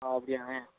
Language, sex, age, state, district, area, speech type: Tamil, male, 18-30, Tamil Nadu, Pudukkottai, rural, conversation